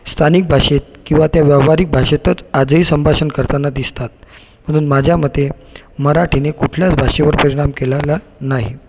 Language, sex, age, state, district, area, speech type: Marathi, male, 30-45, Maharashtra, Buldhana, urban, spontaneous